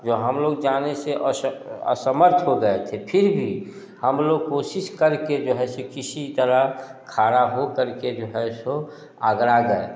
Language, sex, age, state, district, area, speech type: Hindi, male, 45-60, Bihar, Samastipur, urban, spontaneous